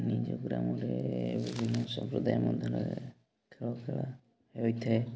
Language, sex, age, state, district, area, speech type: Odia, male, 18-30, Odisha, Mayurbhanj, rural, spontaneous